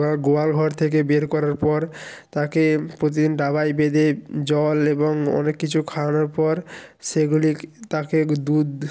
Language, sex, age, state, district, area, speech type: Bengali, male, 30-45, West Bengal, Jalpaiguri, rural, spontaneous